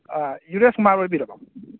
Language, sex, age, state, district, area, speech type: Manipuri, male, 30-45, Manipur, Kakching, rural, conversation